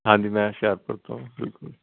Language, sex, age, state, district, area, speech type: Punjabi, male, 18-30, Punjab, Hoshiarpur, urban, conversation